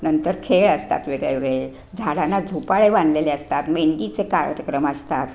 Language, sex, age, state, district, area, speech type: Marathi, female, 60+, Maharashtra, Sangli, urban, spontaneous